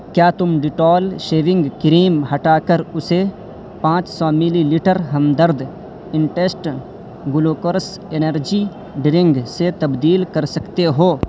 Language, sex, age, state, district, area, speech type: Urdu, male, 18-30, Uttar Pradesh, Saharanpur, urban, read